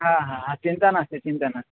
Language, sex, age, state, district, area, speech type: Sanskrit, male, 18-30, Odisha, Bargarh, rural, conversation